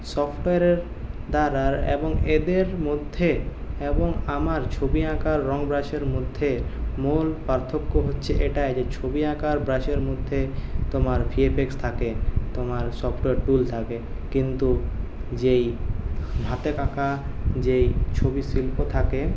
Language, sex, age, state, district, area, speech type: Bengali, male, 30-45, West Bengal, Purulia, urban, spontaneous